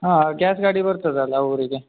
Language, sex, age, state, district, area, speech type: Kannada, male, 18-30, Karnataka, Uttara Kannada, rural, conversation